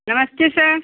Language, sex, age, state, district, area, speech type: Hindi, female, 30-45, Uttar Pradesh, Bhadohi, rural, conversation